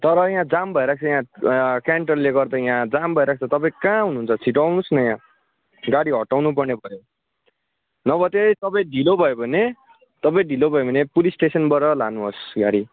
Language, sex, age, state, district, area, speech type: Nepali, male, 45-60, West Bengal, Darjeeling, rural, conversation